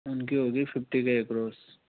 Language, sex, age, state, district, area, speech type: Hindi, male, 18-30, Rajasthan, Jaipur, urban, conversation